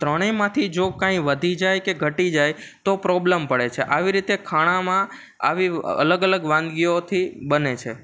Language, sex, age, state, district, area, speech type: Gujarati, male, 18-30, Gujarat, Ahmedabad, urban, spontaneous